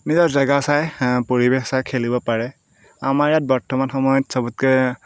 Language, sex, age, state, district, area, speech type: Assamese, male, 18-30, Assam, Golaghat, urban, spontaneous